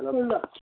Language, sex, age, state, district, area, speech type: Odia, male, 60+, Odisha, Gajapati, rural, conversation